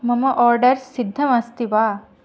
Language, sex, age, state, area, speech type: Sanskrit, female, 18-30, Tripura, rural, read